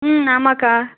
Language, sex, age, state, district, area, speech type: Tamil, female, 45-60, Tamil Nadu, Pudukkottai, rural, conversation